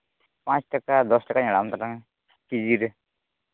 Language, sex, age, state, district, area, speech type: Santali, male, 18-30, Jharkhand, Pakur, rural, conversation